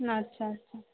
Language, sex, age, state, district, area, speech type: Bengali, female, 18-30, West Bengal, Howrah, urban, conversation